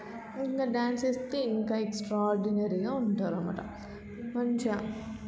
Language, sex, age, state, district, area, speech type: Telugu, female, 18-30, Telangana, Vikarabad, rural, spontaneous